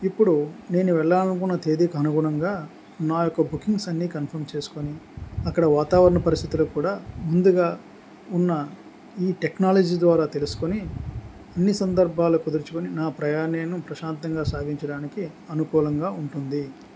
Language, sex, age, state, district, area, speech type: Telugu, male, 45-60, Andhra Pradesh, Anakapalli, rural, spontaneous